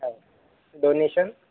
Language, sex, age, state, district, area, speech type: Marathi, male, 30-45, Maharashtra, Akola, urban, conversation